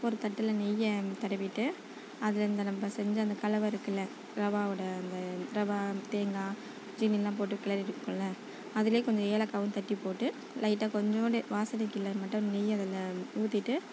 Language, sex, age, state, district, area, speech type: Tamil, female, 30-45, Tamil Nadu, Nagapattinam, rural, spontaneous